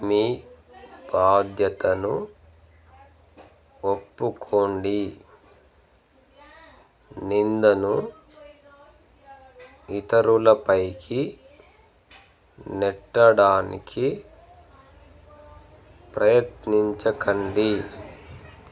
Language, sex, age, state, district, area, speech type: Telugu, male, 30-45, Telangana, Jangaon, rural, read